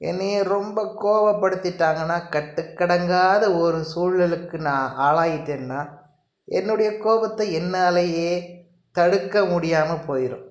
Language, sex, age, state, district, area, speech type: Tamil, male, 60+, Tamil Nadu, Pudukkottai, rural, spontaneous